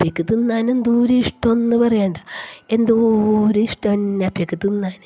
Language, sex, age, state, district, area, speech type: Malayalam, female, 45-60, Kerala, Kasaragod, urban, spontaneous